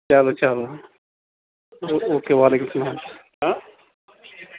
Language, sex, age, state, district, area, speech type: Kashmiri, male, 30-45, Jammu and Kashmir, Ganderbal, rural, conversation